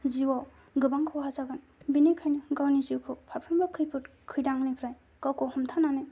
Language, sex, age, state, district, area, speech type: Bodo, female, 18-30, Assam, Kokrajhar, rural, spontaneous